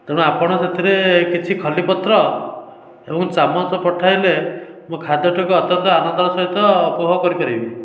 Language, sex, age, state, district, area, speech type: Odia, male, 30-45, Odisha, Dhenkanal, rural, spontaneous